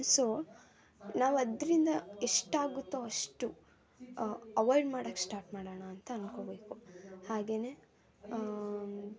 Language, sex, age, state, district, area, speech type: Kannada, female, 18-30, Karnataka, Mysore, urban, spontaneous